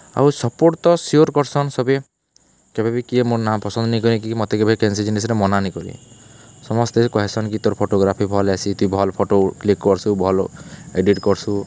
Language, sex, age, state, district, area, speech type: Odia, male, 18-30, Odisha, Balangir, urban, spontaneous